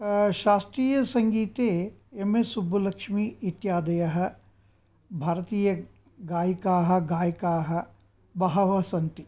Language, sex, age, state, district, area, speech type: Sanskrit, male, 60+, Karnataka, Mysore, urban, spontaneous